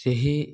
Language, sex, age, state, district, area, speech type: Odia, male, 18-30, Odisha, Balangir, urban, spontaneous